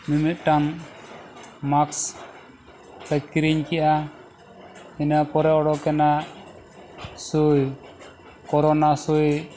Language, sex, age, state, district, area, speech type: Santali, male, 45-60, Odisha, Mayurbhanj, rural, spontaneous